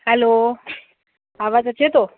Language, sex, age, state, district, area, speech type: Sindhi, female, 30-45, Maharashtra, Thane, urban, conversation